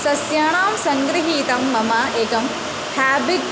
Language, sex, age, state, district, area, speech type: Sanskrit, female, 18-30, Kerala, Thrissur, urban, spontaneous